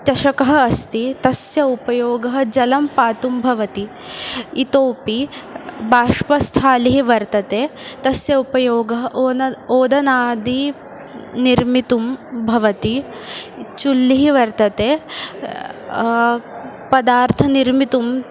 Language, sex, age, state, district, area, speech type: Sanskrit, female, 18-30, Maharashtra, Ahmednagar, urban, spontaneous